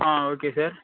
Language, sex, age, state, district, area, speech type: Tamil, male, 18-30, Tamil Nadu, Vellore, rural, conversation